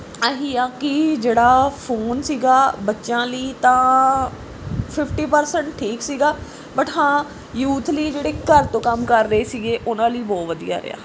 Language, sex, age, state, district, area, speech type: Punjabi, female, 18-30, Punjab, Pathankot, rural, spontaneous